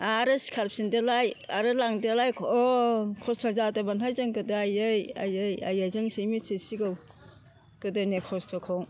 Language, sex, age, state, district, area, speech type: Bodo, female, 60+, Assam, Chirang, rural, spontaneous